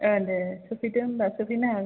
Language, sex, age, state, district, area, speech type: Bodo, female, 30-45, Assam, Chirang, urban, conversation